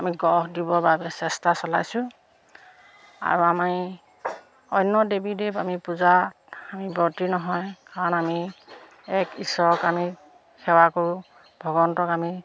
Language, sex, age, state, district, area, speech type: Assamese, female, 60+, Assam, Majuli, urban, spontaneous